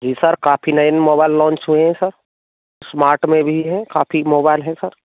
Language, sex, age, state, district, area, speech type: Hindi, male, 18-30, Rajasthan, Bharatpur, rural, conversation